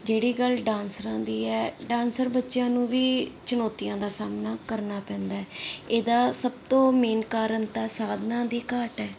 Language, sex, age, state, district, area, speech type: Punjabi, female, 30-45, Punjab, Mansa, urban, spontaneous